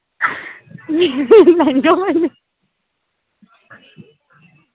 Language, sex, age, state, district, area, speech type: Dogri, female, 18-30, Jammu and Kashmir, Samba, urban, conversation